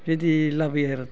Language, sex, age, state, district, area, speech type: Bodo, male, 60+, Assam, Udalguri, rural, spontaneous